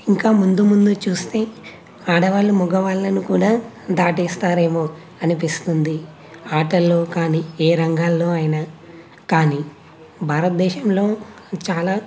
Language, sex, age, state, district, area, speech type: Telugu, male, 18-30, Telangana, Nalgonda, urban, spontaneous